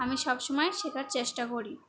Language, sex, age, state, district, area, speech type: Bengali, female, 18-30, West Bengal, Birbhum, urban, spontaneous